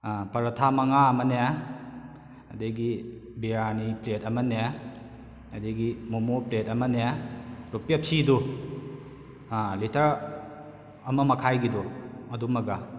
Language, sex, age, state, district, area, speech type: Manipuri, male, 30-45, Manipur, Kakching, rural, spontaneous